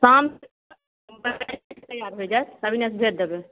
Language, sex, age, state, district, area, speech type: Maithili, female, 18-30, Bihar, Begusarai, rural, conversation